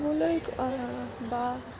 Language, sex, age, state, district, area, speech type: Assamese, female, 18-30, Assam, Kamrup Metropolitan, urban, spontaneous